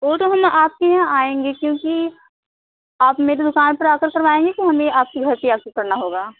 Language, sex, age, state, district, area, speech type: Hindi, female, 30-45, Uttar Pradesh, Mirzapur, rural, conversation